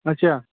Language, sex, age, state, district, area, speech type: Kashmiri, male, 60+, Jammu and Kashmir, Budgam, rural, conversation